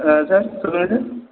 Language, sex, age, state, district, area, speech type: Tamil, male, 18-30, Tamil Nadu, Perambalur, rural, conversation